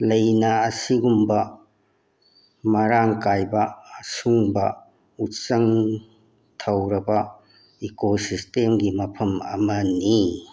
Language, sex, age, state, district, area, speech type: Manipuri, male, 60+, Manipur, Bishnupur, rural, read